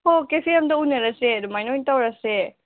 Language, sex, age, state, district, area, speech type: Manipuri, female, 18-30, Manipur, Senapati, rural, conversation